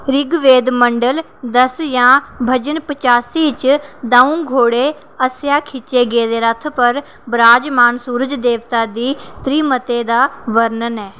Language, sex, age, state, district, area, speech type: Dogri, female, 30-45, Jammu and Kashmir, Reasi, urban, read